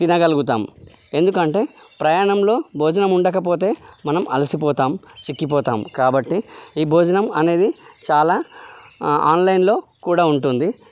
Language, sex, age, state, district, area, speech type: Telugu, male, 30-45, Telangana, Karimnagar, rural, spontaneous